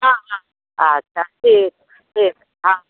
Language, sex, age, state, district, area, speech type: Hindi, female, 60+, Bihar, Muzaffarpur, rural, conversation